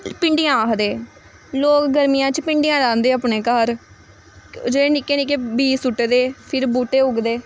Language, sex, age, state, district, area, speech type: Dogri, female, 18-30, Jammu and Kashmir, Samba, rural, spontaneous